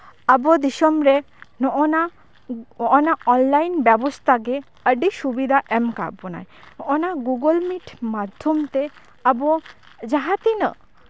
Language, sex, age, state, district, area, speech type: Santali, female, 18-30, West Bengal, Bankura, rural, spontaneous